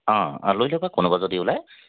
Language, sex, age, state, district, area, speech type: Assamese, male, 45-60, Assam, Tinsukia, urban, conversation